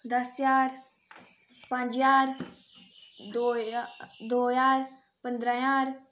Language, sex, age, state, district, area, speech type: Dogri, female, 18-30, Jammu and Kashmir, Udhampur, urban, spontaneous